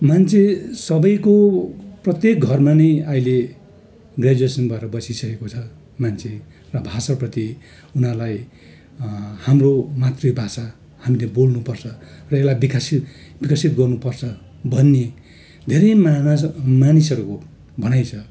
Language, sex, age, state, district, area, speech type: Nepali, male, 60+, West Bengal, Darjeeling, rural, spontaneous